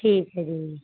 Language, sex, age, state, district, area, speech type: Punjabi, female, 18-30, Punjab, Muktsar, urban, conversation